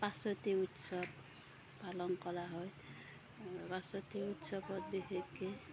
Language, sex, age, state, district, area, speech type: Assamese, female, 45-60, Assam, Darrang, rural, spontaneous